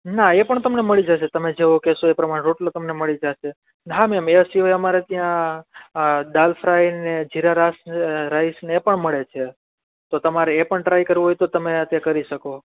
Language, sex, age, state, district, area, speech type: Gujarati, male, 30-45, Gujarat, Rajkot, urban, conversation